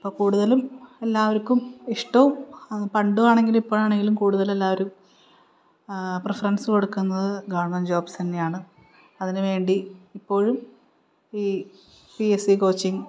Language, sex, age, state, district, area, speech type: Malayalam, female, 30-45, Kerala, Palakkad, rural, spontaneous